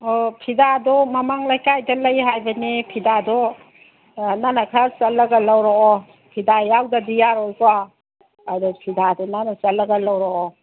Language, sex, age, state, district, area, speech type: Manipuri, female, 45-60, Manipur, Kangpokpi, urban, conversation